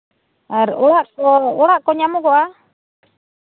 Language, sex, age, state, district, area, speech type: Santali, female, 30-45, Jharkhand, East Singhbhum, rural, conversation